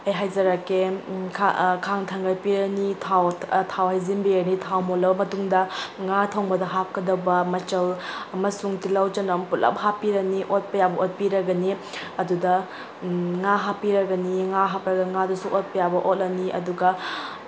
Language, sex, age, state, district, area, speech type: Manipuri, female, 30-45, Manipur, Tengnoupal, rural, spontaneous